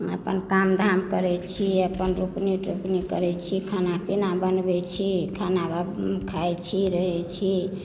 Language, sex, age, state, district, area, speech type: Maithili, female, 45-60, Bihar, Madhubani, rural, spontaneous